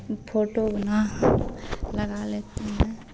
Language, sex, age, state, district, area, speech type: Hindi, female, 18-30, Bihar, Madhepura, rural, spontaneous